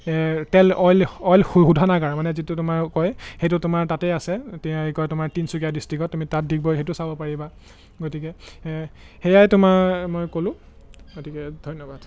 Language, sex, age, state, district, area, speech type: Assamese, male, 18-30, Assam, Golaghat, urban, spontaneous